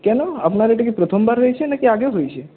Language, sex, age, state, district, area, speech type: Bengali, male, 18-30, West Bengal, Purulia, urban, conversation